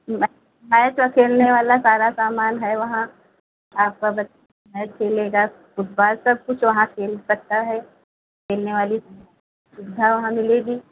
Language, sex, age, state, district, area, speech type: Hindi, female, 45-60, Uttar Pradesh, Lucknow, rural, conversation